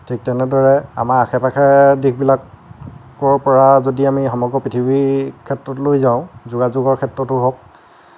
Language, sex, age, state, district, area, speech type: Assamese, male, 30-45, Assam, Lakhimpur, rural, spontaneous